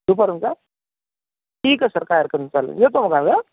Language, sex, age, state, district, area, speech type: Marathi, male, 30-45, Maharashtra, Akola, rural, conversation